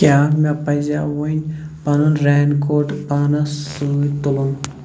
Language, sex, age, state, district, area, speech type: Kashmiri, male, 18-30, Jammu and Kashmir, Shopian, urban, read